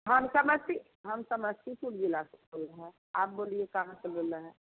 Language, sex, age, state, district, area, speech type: Hindi, female, 45-60, Bihar, Samastipur, rural, conversation